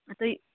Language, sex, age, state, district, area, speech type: Manipuri, female, 30-45, Manipur, Imphal East, rural, conversation